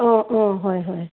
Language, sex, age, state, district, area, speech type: Assamese, female, 60+, Assam, Goalpara, urban, conversation